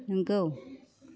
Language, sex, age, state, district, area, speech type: Bodo, female, 30-45, Assam, Kokrajhar, rural, read